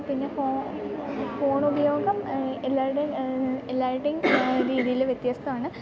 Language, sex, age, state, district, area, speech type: Malayalam, female, 18-30, Kerala, Idukki, rural, spontaneous